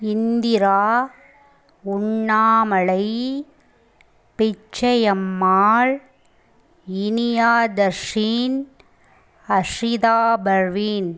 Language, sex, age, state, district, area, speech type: Tamil, female, 30-45, Tamil Nadu, Pudukkottai, rural, spontaneous